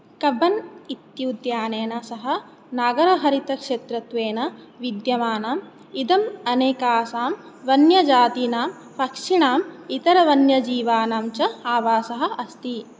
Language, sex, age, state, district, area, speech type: Sanskrit, female, 18-30, Odisha, Jajpur, rural, read